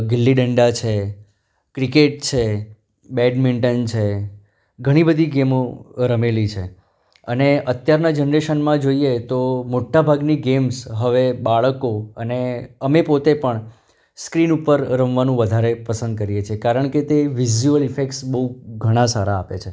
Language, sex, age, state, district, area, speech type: Gujarati, male, 30-45, Gujarat, Anand, urban, spontaneous